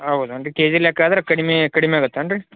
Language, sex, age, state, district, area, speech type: Kannada, male, 18-30, Karnataka, Koppal, rural, conversation